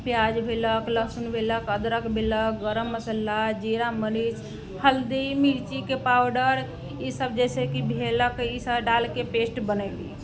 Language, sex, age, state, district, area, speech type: Maithili, female, 30-45, Bihar, Muzaffarpur, urban, spontaneous